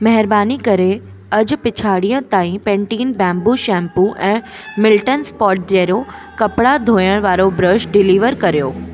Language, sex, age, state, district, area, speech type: Sindhi, female, 18-30, Delhi, South Delhi, urban, read